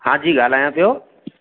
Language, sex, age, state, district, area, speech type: Sindhi, male, 30-45, Gujarat, Kutch, rural, conversation